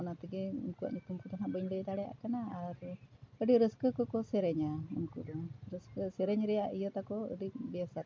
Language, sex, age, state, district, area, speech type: Santali, female, 45-60, Jharkhand, Bokaro, rural, spontaneous